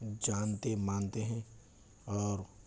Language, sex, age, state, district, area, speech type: Urdu, male, 18-30, Telangana, Hyderabad, urban, spontaneous